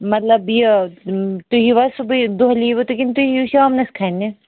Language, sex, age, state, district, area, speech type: Kashmiri, female, 18-30, Jammu and Kashmir, Anantnag, rural, conversation